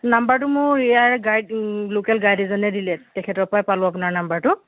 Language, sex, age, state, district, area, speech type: Assamese, female, 30-45, Assam, Golaghat, rural, conversation